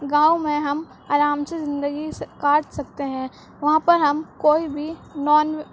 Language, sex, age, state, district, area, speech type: Urdu, female, 18-30, Uttar Pradesh, Gautam Buddha Nagar, rural, spontaneous